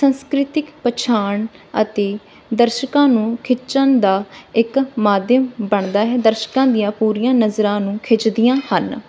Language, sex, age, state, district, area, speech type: Punjabi, female, 30-45, Punjab, Barnala, rural, spontaneous